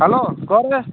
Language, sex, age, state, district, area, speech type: Odia, male, 30-45, Odisha, Nabarangpur, urban, conversation